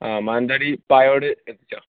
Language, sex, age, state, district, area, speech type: Malayalam, male, 18-30, Kerala, Wayanad, rural, conversation